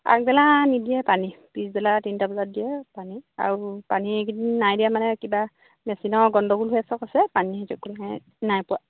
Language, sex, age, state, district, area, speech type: Assamese, female, 30-45, Assam, Sivasagar, rural, conversation